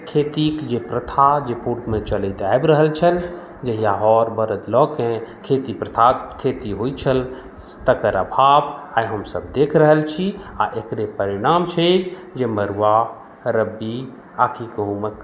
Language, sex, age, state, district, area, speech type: Maithili, male, 45-60, Bihar, Madhubani, rural, spontaneous